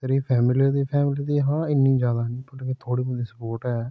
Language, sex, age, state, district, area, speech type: Dogri, male, 18-30, Jammu and Kashmir, Samba, rural, spontaneous